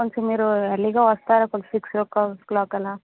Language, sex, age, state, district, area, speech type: Telugu, female, 18-30, Andhra Pradesh, Vizianagaram, rural, conversation